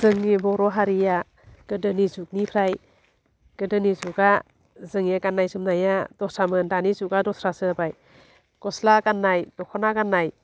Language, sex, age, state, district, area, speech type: Bodo, female, 60+, Assam, Chirang, rural, spontaneous